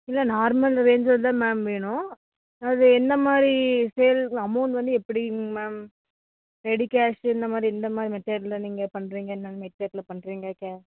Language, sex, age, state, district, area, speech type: Tamil, female, 18-30, Tamil Nadu, Coimbatore, rural, conversation